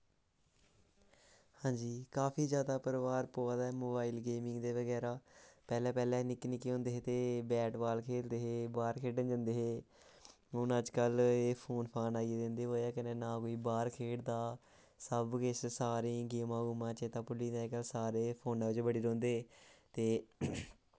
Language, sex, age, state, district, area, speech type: Dogri, male, 18-30, Jammu and Kashmir, Samba, urban, spontaneous